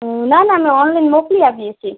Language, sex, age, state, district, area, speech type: Gujarati, female, 30-45, Gujarat, Kutch, rural, conversation